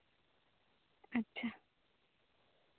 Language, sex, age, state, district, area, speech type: Santali, female, 18-30, West Bengal, Bankura, rural, conversation